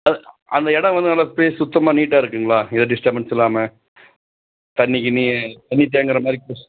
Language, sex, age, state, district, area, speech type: Tamil, male, 45-60, Tamil Nadu, Dharmapuri, urban, conversation